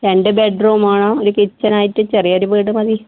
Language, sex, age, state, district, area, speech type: Malayalam, female, 30-45, Kerala, Kannur, urban, conversation